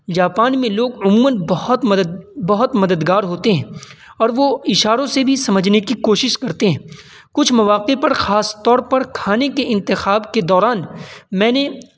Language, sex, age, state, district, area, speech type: Urdu, male, 18-30, Uttar Pradesh, Saharanpur, urban, spontaneous